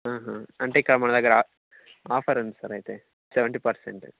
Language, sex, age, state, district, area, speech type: Telugu, male, 18-30, Telangana, Peddapalli, rural, conversation